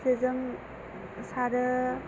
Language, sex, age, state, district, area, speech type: Bodo, female, 18-30, Assam, Chirang, rural, spontaneous